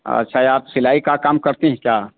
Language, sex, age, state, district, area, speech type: Hindi, male, 60+, Uttar Pradesh, Azamgarh, rural, conversation